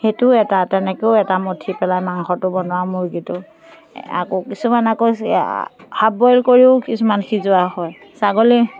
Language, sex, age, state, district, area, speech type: Assamese, female, 45-60, Assam, Biswanath, rural, spontaneous